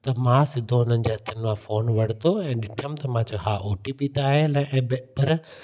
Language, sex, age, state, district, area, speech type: Sindhi, male, 30-45, Gujarat, Kutch, rural, spontaneous